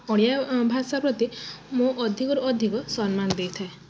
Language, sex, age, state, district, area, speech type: Odia, female, 18-30, Odisha, Balasore, rural, spontaneous